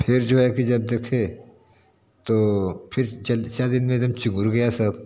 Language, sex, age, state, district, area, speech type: Hindi, male, 45-60, Uttar Pradesh, Varanasi, urban, spontaneous